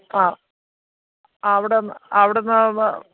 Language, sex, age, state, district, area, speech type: Malayalam, male, 30-45, Kerala, Kottayam, rural, conversation